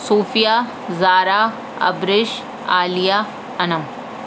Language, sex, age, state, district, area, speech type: Urdu, female, 18-30, Delhi, South Delhi, urban, spontaneous